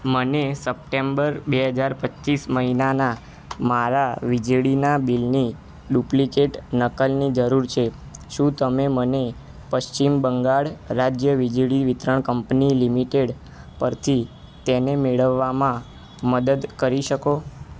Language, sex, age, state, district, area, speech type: Gujarati, male, 18-30, Gujarat, Ahmedabad, urban, read